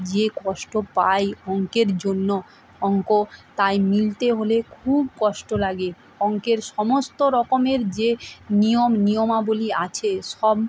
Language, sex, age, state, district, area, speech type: Bengali, female, 30-45, West Bengal, Purba Medinipur, rural, spontaneous